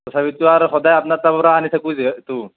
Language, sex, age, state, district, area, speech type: Assamese, male, 18-30, Assam, Nalbari, rural, conversation